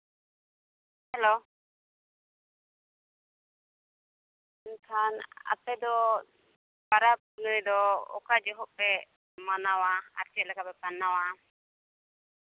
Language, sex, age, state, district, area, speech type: Santali, female, 30-45, Jharkhand, East Singhbhum, rural, conversation